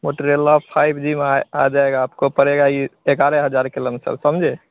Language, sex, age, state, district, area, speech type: Hindi, male, 18-30, Bihar, Begusarai, rural, conversation